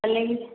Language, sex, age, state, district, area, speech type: Malayalam, female, 18-30, Kerala, Kannur, urban, conversation